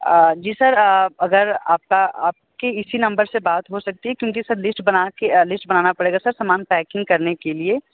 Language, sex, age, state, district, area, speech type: Hindi, male, 30-45, Uttar Pradesh, Sonbhadra, rural, conversation